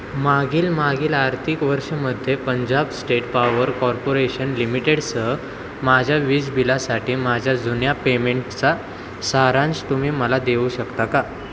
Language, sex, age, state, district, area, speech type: Marathi, male, 18-30, Maharashtra, Wardha, urban, read